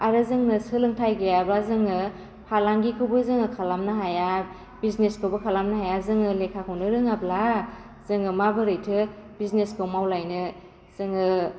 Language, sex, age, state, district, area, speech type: Bodo, female, 18-30, Assam, Baksa, rural, spontaneous